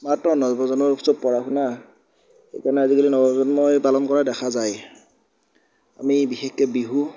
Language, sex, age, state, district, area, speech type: Assamese, male, 18-30, Assam, Darrang, rural, spontaneous